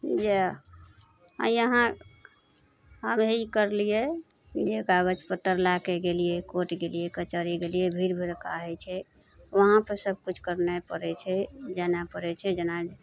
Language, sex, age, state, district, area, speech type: Maithili, female, 45-60, Bihar, Araria, rural, spontaneous